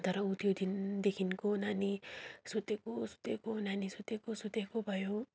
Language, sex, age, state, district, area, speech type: Nepali, female, 30-45, West Bengal, Darjeeling, rural, spontaneous